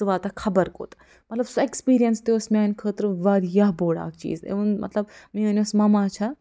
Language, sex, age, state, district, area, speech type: Kashmiri, female, 45-60, Jammu and Kashmir, Budgam, rural, spontaneous